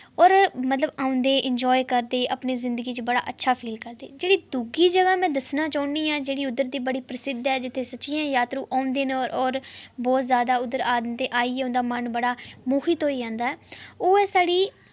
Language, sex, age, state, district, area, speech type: Dogri, female, 30-45, Jammu and Kashmir, Udhampur, urban, spontaneous